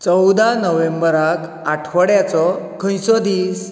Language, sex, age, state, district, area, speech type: Goan Konkani, male, 45-60, Goa, Canacona, rural, read